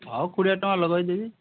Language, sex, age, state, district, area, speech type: Odia, male, 45-60, Odisha, Malkangiri, urban, conversation